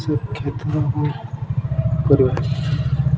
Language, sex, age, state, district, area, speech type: Odia, male, 18-30, Odisha, Nabarangpur, urban, spontaneous